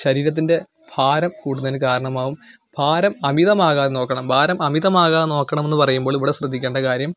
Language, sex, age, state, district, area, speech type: Malayalam, male, 18-30, Kerala, Malappuram, rural, spontaneous